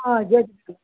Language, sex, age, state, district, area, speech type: Kannada, male, 60+, Karnataka, Vijayanagara, rural, conversation